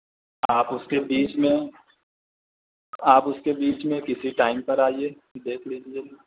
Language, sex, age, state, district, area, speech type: Urdu, male, 30-45, Uttar Pradesh, Azamgarh, rural, conversation